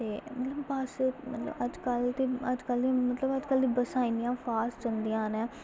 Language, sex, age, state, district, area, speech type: Dogri, female, 18-30, Jammu and Kashmir, Samba, rural, spontaneous